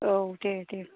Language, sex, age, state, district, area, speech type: Bodo, female, 60+, Assam, Kokrajhar, rural, conversation